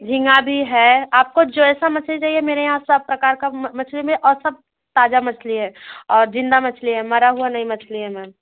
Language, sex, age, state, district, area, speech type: Hindi, female, 30-45, Uttar Pradesh, Bhadohi, rural, conversation